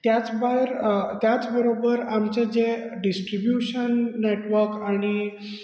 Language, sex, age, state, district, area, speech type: Goan Konkani, male, 30-45, Goa, Bardez, urban, spontaneous